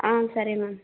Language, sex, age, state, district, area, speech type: Kannada, female, 18-30, Karnataka, Chikkaballapur, rural, conversation